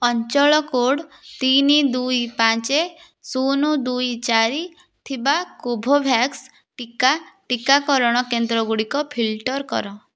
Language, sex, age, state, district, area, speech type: Odia, female, 18-30, Odisha, Puri, urban, read